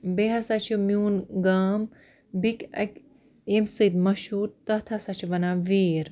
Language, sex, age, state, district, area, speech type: Kashmiri, female, 18-30, Jammu and Kashmir, Baramulla, rural, spontaneous